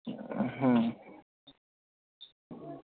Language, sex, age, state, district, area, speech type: Bengali, male, 30-45, West Bengal, Kolkata, urban, conversation